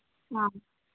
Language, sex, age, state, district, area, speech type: Manipuri, female, 30-45, Manipur, Imphal East, rural, conversation